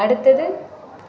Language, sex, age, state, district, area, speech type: Tamil, female, 30-45, Tamil Nadu, Madurai, urban, read